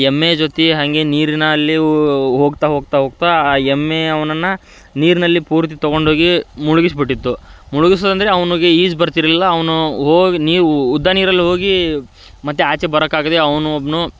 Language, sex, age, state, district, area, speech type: Kannada, male, 30-45, Karnataka, Dharwad, rural, spontaneous